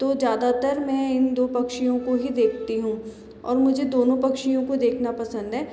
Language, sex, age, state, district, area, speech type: Hindi, female, 60+, Rajasthan, Jaipur, urban, spontaneous